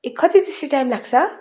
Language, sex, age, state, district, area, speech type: Nepali, female, 30-45, West Bengal, Darjeeling, rural, spontaneous